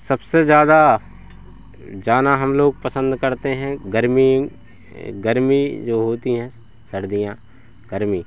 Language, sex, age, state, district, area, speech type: Hindi, male, 30-45, Madhya Pradesh, Hoshangabad, rural, spontaneous